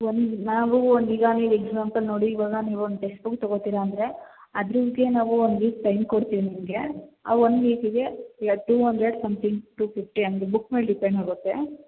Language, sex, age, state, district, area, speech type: Kannada, female, 18-30, Karnataka, Hassan, urban, conversation